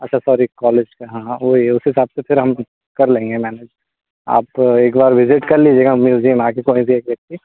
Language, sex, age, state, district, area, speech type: Hindi, male, 60+, Madhya Pradesh, Bhopal, urban, conversation